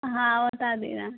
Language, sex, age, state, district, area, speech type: Hindi, female, 18-30, Rajasthan, Karauli, rural, conversation